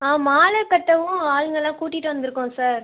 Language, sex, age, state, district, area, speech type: Tamil, female, 18-30, Tamil Nadu, Ariyalur, rural, conversation